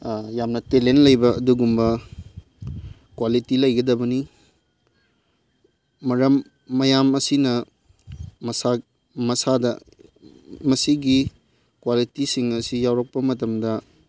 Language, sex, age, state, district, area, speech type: Manipuri, male, 18-30, Manipur, Chandel, rural, spontaneous